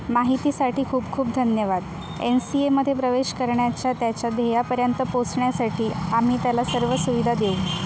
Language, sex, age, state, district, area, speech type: Marathi, female, 18-30, Maharashtra, Sindhudurg, rural, read